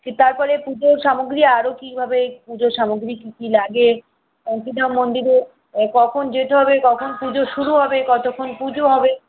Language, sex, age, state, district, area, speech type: Bengali, female, 45-60, West Bengal, Uttar Dinajpur, urban, conversation